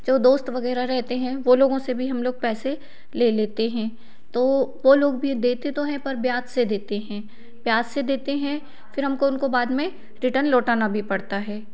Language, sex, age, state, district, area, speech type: Hindi, female, 30-45, Madhya Pradesh, Betul, urban, spontaneous